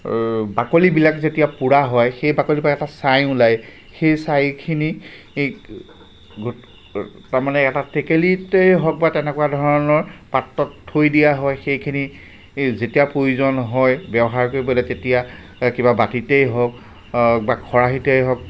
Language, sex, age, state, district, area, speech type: Assamese, male, 45-60, Assam, Jorhat, urban, spontaneous